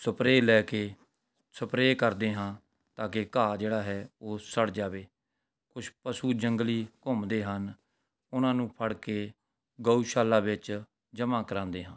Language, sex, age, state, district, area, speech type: Punjabi, male, 45-60, Punjab, Rupnagar, urban, spontaneous